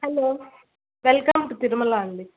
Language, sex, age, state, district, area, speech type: Telugu, female, 30-45, Andhra Pradesh, Palnadu, urban, conversation